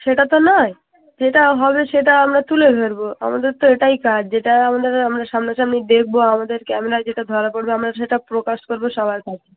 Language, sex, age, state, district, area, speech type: Bengali, female, 18-30, West Bengal, Hooghly, urban, conversation